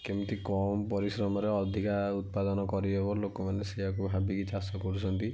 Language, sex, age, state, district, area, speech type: Odia, male, 60+, Odisha, Kendujhar, urban, spontaneous